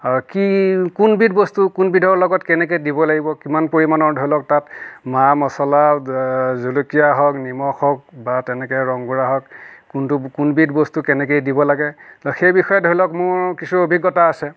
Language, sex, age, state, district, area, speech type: Assamese, male, 60+, Assam, Nagaon, rural, spontaneous